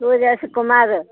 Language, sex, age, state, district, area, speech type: Kannada, female, 60+, Karnataka, Mysore, rural, conversation